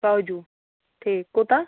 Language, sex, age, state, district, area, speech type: Kashmiri, female, 60+, Jammu and Kashmir, Ganderbal, rural, conversation